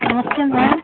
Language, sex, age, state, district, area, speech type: Hindi, female, 45-60, Uttar Pradesh, Hardoi, rural, conversation